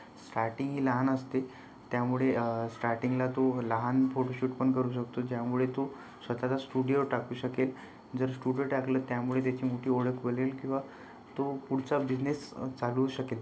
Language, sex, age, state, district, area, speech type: Marathi, male, 18-30, Maharashtra, Yavatmal, rural, spontaneous